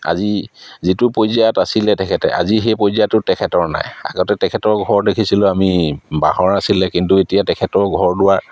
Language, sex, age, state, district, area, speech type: Assamese, male, 45-60, Assam, Charaideo, rural, spontaneous